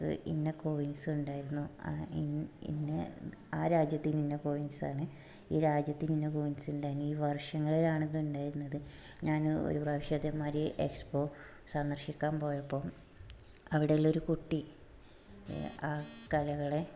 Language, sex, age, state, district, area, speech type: Malayalam, female, 18-30, Kerala, Malappuram, rural, spontaneous